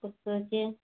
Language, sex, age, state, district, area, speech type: Hindi, female, 45-60, Uttar Pradesh, Ayodhya, rural, conversation